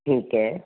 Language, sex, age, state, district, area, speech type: Punjabi, female, 45-60, Punjab, Fazilka, rural, conversation